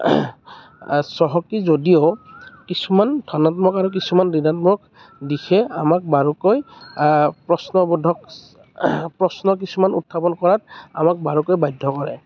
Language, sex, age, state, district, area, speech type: Assamese, male, 30-45, Assam, Kamrup Metropolitan, urban, spontaneous